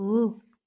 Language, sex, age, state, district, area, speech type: Nepali, female, 30-45, West Bengal, Darjeeling, rural, read